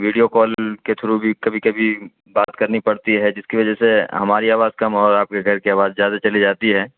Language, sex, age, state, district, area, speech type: Urdu, male, 30-45, Bihar, Khagaria, rural, conversation